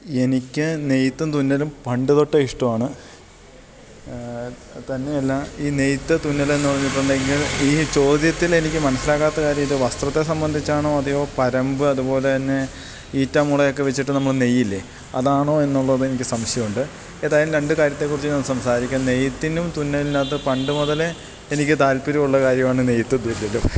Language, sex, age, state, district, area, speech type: Malayalam, male, 30-45, Kerala, Idukki, rural, spontaneous